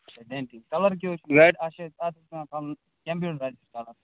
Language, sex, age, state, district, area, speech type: Kashmiri, male, 18-30, Jammu and Kashmir, Kupwara, rural, conversation